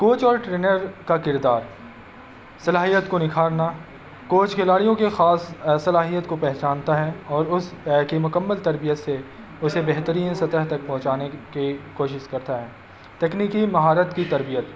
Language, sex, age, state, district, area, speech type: Urdu, male, 18-30, Uttar Pradesh, Azamgarh, urban, spontaneous